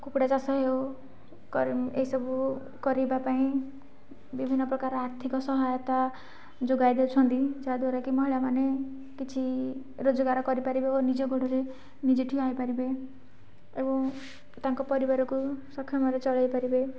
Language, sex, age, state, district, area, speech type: Odia, female, 45-60, Odisha, Nayagarh, rural, spontaneous